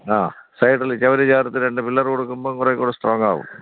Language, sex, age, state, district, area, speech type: Malayalam, male, 60+, Kerala, Thiruvananthapuram, urban, conversation